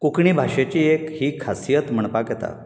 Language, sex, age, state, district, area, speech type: Goan Konkani, male, 45-60, Goa, Bardez, urban, spontaneous